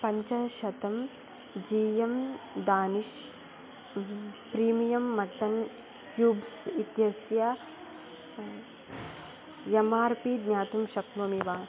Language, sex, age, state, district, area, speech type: Sanskrit, female, 18-30, Karnataka, Belgaum, rural, read